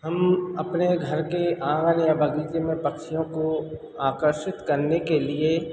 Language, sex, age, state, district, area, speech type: Hindi, male, 45-60, Madhya Pradesh, Hoshangabad, rural, spontaneous